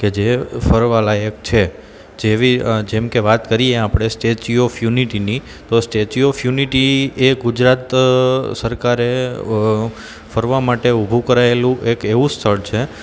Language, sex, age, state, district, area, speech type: Gujarati, male, 30-45, Gujarat, Junagadh, urban, spontaneous